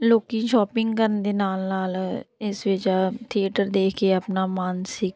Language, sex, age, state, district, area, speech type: Punjabi, female, 30-45, Punjab, Tarn Taran, rural, spontaneous